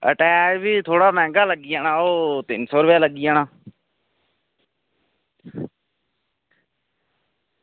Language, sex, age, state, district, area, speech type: Dogri, male, 18-30, Jammu and Kashmir, Reasi, rural, conversation